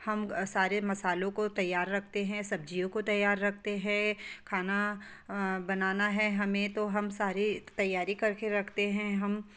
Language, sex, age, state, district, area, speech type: Hindi, female, 30-45, Madhya Pradesh, Betul, urban, spontaneous